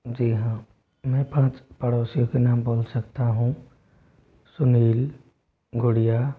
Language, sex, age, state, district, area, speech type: Hindi, male, 45-60, Rajasthan, Jodhpur, urban, spontaneous